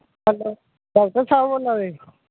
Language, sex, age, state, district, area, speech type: Dogri, male, 18-30, Jammu and Kashmir, Samba, rural, conversation